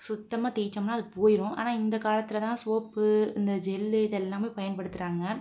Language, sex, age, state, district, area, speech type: Tamil, female, 45-60, Tamil Nadu, Pudukkottai, urban, spontaneous